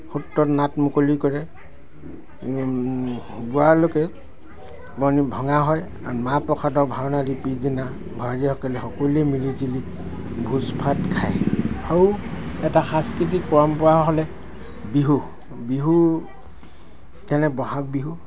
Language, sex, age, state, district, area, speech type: Assamese, male, 60+, Assam, Dibrugarh, rural, spontaneous